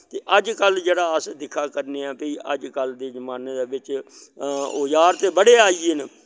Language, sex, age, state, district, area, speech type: Dogri, male, 60+, Jammu and Kashmir, Samba, rural, spontaneous